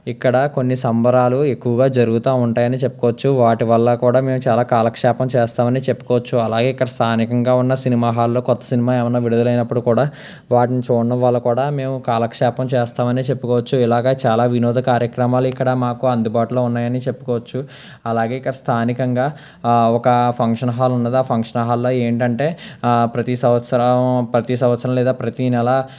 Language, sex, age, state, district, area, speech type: Telugu, male, 18-30, Andhra Pradesh, Palnadu, urban, spontaneous